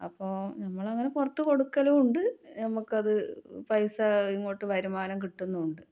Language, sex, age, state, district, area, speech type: Malayalam, female, 30-45, Kerala, Kannur, rural, spontaneous